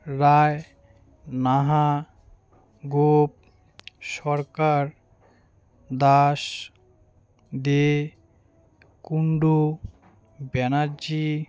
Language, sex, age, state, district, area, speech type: Bengali, male, 18-30, West Bengal, Alipurduar, rural, spontaneous